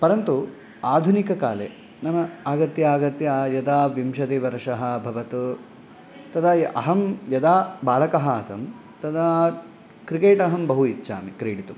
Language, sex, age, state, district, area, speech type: Sanskrit, male, 18-30, Telangana, Medchal, rural, spontaneous